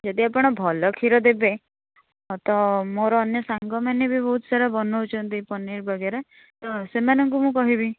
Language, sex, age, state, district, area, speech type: Odia, female, 18-30, Odisha, Kendujhar, urban, conversation